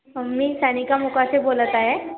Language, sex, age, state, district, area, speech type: Marathi, female, 18-30, Maharashtra, Washim, rural, conversation